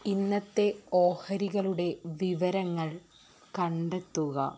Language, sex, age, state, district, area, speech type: Malayalam, female, 30-45, Kerala, Thrissur, rural, read